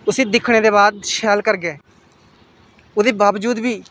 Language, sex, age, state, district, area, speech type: Dogri, male, 18-30, Jammu and Kashmir, Samba, rural, spontaneous